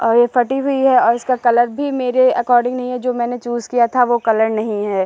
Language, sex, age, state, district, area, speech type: Hindi, female, 30-45, Uttar Pradesh, Lucknow, rural, spontaneous